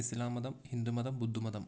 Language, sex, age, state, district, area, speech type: Malayalam, male, 18-30, Kerala, Idukki, rural, spontaneous